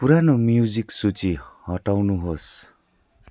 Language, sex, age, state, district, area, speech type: Nepali, male, 45-60, West Bengal, Jalpaiguri, urban, read